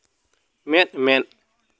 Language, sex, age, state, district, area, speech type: Santali, male, 30-45, West Bengal, Uttar Dinajpur, rural, read